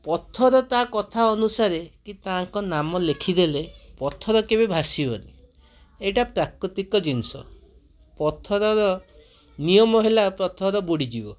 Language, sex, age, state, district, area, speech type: Odia, male, 30-45, Odisha, Cuttack, urban, spontaneous